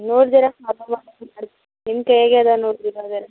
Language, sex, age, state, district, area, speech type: Kannada, female, 18-30, Karnataka, Gulbarga, rural, conversation